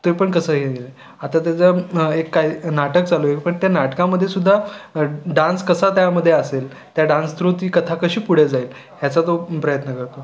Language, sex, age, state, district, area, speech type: Marathi, male, 18-30, Maharashtra, Raigad, rural, spontaneous